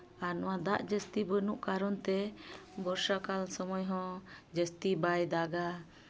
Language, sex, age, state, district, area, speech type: Santali, female, 30-45, West Bengal, Malda, rural, spontaneous